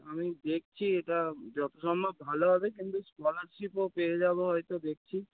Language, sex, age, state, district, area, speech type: Bengali, male, 18-30, West Bengal, Dakshin Dinajpur, urban, conversation